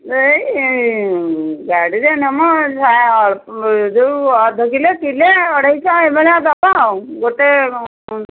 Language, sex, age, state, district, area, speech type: Odia, female, 45-60, Odisha, Angul, rural, conversation